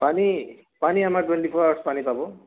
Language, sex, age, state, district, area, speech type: Assamese, male, 45-60, Assam, Morigaon, rural, conversation